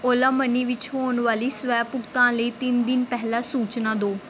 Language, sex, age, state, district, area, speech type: Punjabi, female, 18-30, Punjab, Gurdaspur, rural, read